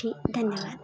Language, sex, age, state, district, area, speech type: Hindi, female, 18-30, Uttar Pradesh, Ghazipur, urban, spontaneous